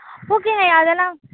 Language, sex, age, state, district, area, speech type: Tamil, female, 45-60, Tamil Nadu, Mayiladuthurai, rural, conversation